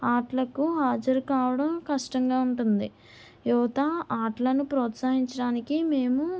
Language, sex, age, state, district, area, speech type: Telugu, female, 18-30, Andhra Pradesh, Kakinada, rural, spontaneous